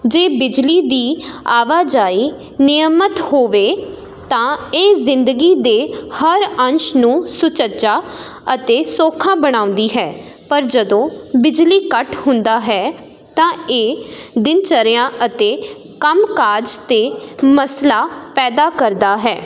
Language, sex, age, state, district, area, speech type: Punjabi, female, 18-30, Punjab, Jalandhar, urban, spontaneous